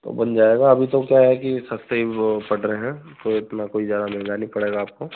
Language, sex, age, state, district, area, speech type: Hindi, male, 30-45, Madhya Pradesh, Ujjain, rural, conversation